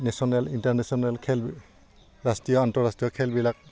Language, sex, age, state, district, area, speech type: Assamese, male, 45-60, Assam, Udalguri, rural, spontaneous